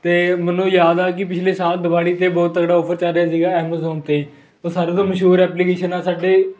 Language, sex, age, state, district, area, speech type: Punjabi, male, 18-30, Punjab, Fatehgarh Sahib, rural, spontaneous